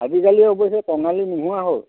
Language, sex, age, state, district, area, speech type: Assamese, male, 60+, Assam, Charaideo, rural, conversation